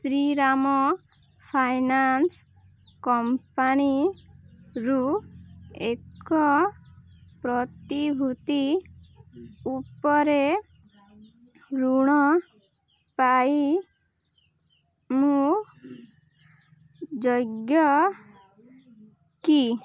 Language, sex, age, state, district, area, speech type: Odia, female, 18-30, Odisha, Malkangiri, urban, read